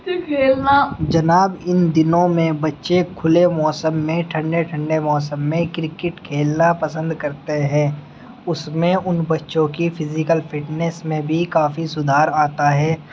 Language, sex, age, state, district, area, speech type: Urdu, male, 18-30, Uttar Pradesh, Muzaffarnagar, rural, spontaneous